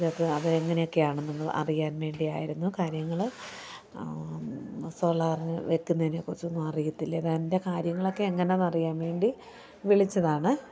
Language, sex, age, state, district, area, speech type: Malayalam, female, 30-45, Kerala, Alappuzha, rural, spontaneous